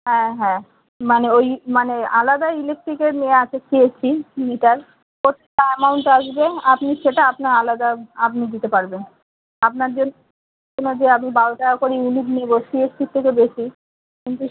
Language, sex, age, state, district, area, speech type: Bengali, female, 45-60, West Bengal, Kolkata, urban, conversation